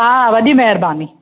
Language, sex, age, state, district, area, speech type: Sindhi, female, 45-60, Maharashtra, Pune, urban, conversation